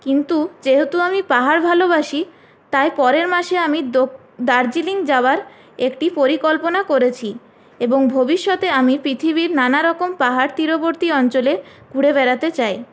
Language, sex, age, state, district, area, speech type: Bengali, female, 18-30, West Bengal, Purulia, urban, spontaneous